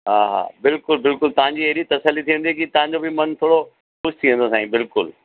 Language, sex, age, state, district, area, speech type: Sindhi, male, 45-60, Delhi, South Delhi, urban, conversation